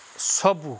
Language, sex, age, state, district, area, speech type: Odia, male, 45-60, Odisha, Nuapada, rural, spontaneous